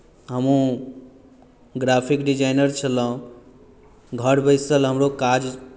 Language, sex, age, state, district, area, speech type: Maithili, male, 18-30, Bihar, Madhubani, rural, spontaneous